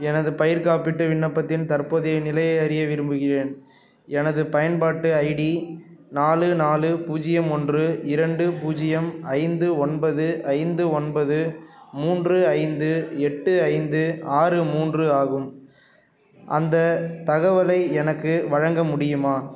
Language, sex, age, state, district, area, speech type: Tamil, male, 18-30, Tamil Nadu, Perambalur, urban, read